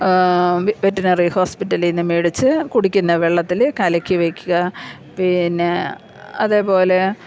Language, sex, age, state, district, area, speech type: Malayalam, female, 45-60, Kerala, Thiruvananthapuram, urban, spontaneous